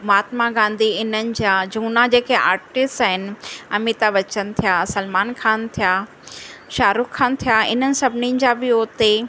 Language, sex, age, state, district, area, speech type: Sindhi, female, 30-45, Maharashtra, Thane, urban, spontaneous